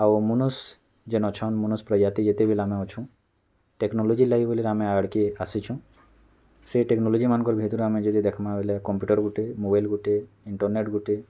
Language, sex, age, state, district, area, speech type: Odia, male, 18-30, Odisha, Bargarh, rural, spontaneous